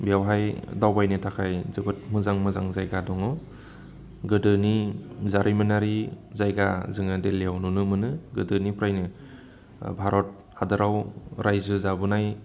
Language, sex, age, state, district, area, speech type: Bodo, male, 30-45, Assam, Udalguri, urban, spontaneous